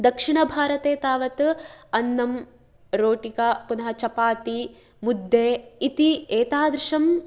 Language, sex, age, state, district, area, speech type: Sanskrit, female, 18-30, Kerala, Kasaragod, rural, spontaneous